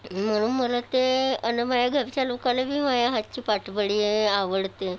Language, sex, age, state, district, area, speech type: Marathi, female, 30-45, Maharashtra, Nagpur, urban, spontaneous